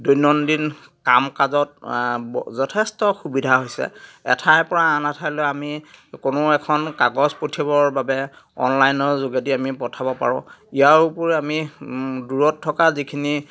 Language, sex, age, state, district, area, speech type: Assamese, male, 45-60, Assam, Dhemaji, rural, spontaneous